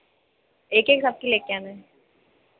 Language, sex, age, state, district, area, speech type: Hindi, female, 30-45, Madhya Pradesh, Harda, urban, conversation